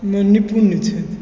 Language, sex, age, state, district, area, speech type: Maithili, male, 60+, Bihar, Supaul, rural, spontaneous